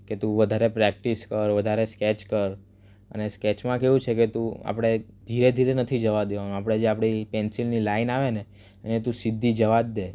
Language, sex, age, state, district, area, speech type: Gujarati, male, 18-30, Gujarat, Surat, urban, spontaneous